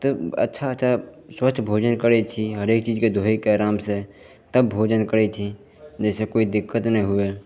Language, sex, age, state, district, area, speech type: Maithili, male, 18-30, Bihar, Madhepura, rural, spontaneous